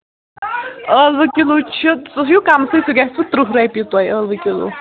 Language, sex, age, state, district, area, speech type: Kashmiri, female, 18-30, Jammu and Kashmir, Kulgam, rural, conversation